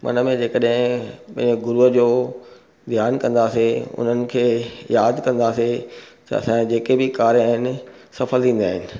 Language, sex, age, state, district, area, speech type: Sindhi, male, 45-60, Maharashtra, Thane, urban, spontaneous